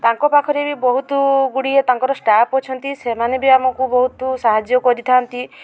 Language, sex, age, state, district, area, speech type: Odia, female, 45-60, Odisha, Mayurbhanj, rural, spontaneous